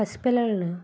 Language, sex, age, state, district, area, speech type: Telugu, female, 45-60, Andhra Pradesh, Vizianagaram, rural, spontaneous